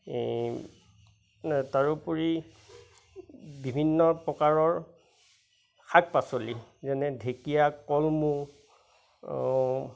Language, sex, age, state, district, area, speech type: Assamese, male, 45-60, Assam, Majuli, rural, spontaneous